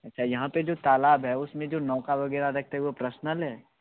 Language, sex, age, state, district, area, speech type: Hindi, male, 18-30, Bihar, Darbhanga, rural, conversation